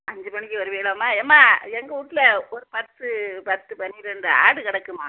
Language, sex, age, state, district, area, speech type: Tamil, female, 60+, Tamil Nadu, Thoothukudi, rural, conversation